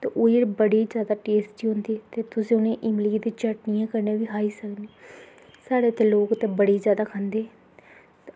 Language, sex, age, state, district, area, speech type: Dogri, female, 18-30, Jammu and Kashmir, Kathua, rural, spontaneous